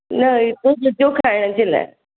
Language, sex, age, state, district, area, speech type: Sindhi, female, 45-60, Maharashtra, Mumbai Suburban, urban, conversation